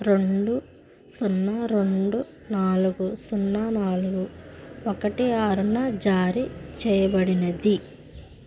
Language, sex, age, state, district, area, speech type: Telugu, female, 30-45, Andhra Pradesh, Krishna, rural, read